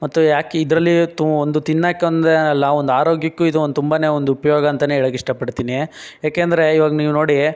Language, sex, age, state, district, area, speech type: Kannada, male, 60+, Karnataka, Chikkaballapur, rural, spontaneous